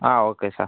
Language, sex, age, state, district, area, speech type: Tamil, male, 18-30, Tamil Nadu, Pudukkottai, rural, conversation